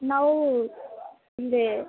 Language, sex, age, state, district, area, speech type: Kannada, female, 18-30, Karnataka, Dharwad, urban, conversation